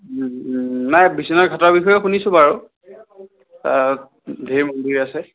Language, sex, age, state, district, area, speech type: Assamese, male, 30-45, Assam, Biswanath, rural, conversation